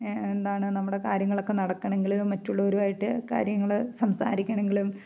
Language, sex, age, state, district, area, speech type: Malayalam, female, 30-45, Kerala, Idukki, rural, spontaneous